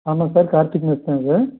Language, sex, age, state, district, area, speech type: Tamil, male, 30-45, Tamil Nadu, Pudukkottai, rural, conversation